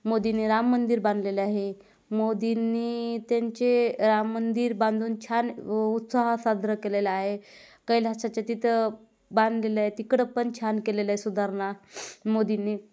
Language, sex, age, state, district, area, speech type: Marathi, female, 30-45, Maharashtra, Nanded, urban, spontaneous